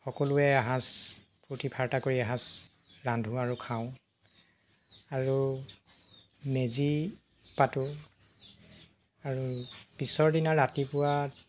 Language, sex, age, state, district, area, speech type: Assamese, male, 30-45, Assam, Jorhat, urban, spontaneous